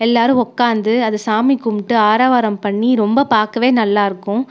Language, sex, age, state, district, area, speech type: Tamil, female, 30-45, Tamil Nadu, Cuddalore, urban, spontaneous